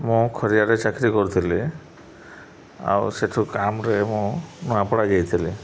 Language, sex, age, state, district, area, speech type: Odia, male, 30-45, Odisha, Subarnapur, urban, spontaneous